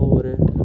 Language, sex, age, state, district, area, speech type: Dogri, male, 18-30, Jammu and Kashmir, Udhampur, rural, spontaneous